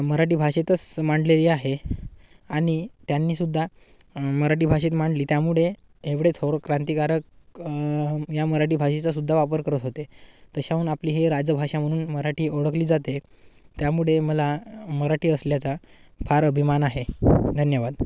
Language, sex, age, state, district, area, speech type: Marathi, male, 18-30, Maharashtra, Gadchiroli, rural, spontaneous